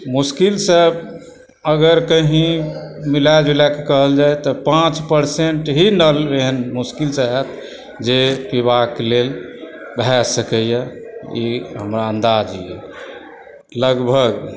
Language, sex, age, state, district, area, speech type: Maithili, male, 60+, Bihar, Supaul, urban, spontaneous